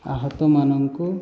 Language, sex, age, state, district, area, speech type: Odia, male, 18-30, Odisha, Boudh, rural, spontaneous